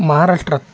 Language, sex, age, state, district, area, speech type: Marathi, male, 45-60, Maharashtra, Sangli, urban, spontaneous